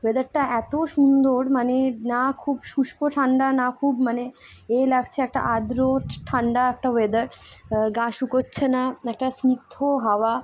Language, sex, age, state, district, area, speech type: Bengali, female, 18-30, West Bengal, Kolkata, urban, spontaneous